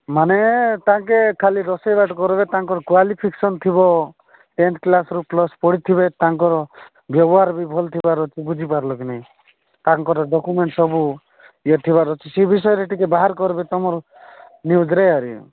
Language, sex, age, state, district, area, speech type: Odia, male, 45-60, Odisha, Nabarangpur, rural, conversation